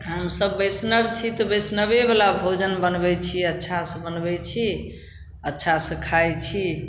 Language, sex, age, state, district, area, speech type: Maithili, female, 45-60, Bihar, Samastipur, rural, spontaneous